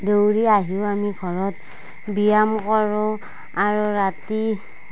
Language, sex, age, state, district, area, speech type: Assamese, female, 45-60, Assam, Darrang, rural, spontaneous